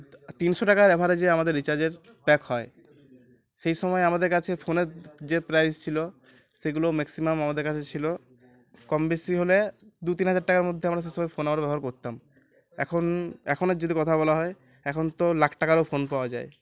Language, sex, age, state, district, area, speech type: Bengali, male, 18-30, West Bengal, Uttar Dinajpur, urban, spontaneous